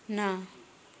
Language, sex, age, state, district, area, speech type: Punjabi, female, 18-30, Punjab, Shaheed Bhagat Singh Nagar, rural, read